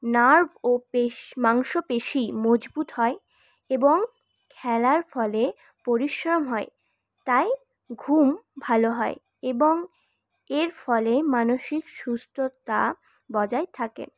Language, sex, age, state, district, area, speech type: Bengali, female, 18-30, West Bengal, Paschim Bardhaman, urban, spontaneous